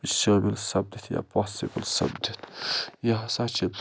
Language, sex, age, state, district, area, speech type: Kashmiri, male, 30-45, Jammu and Kashmir, Budgam, rural, spontaneous